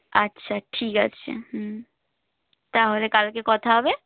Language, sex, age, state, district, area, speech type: Bengali, female, 18-30, West Bengal, Purba Medinipur, rural, conversation